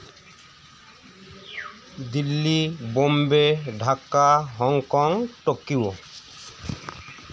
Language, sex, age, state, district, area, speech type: Santali, male, 30-45, West Bengal, Birbhum, rural, spontaneous